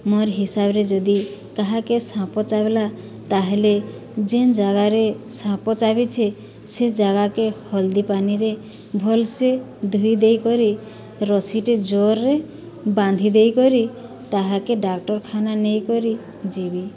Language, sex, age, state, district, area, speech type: Odia, female, 45-60, Odisha, Boudh, rural, spontaneous